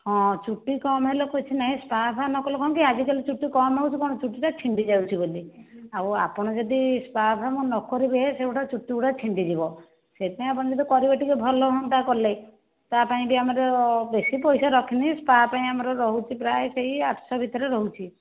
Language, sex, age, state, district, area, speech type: Odia, female, 60+, Odisha, Jajpur, rural, conversation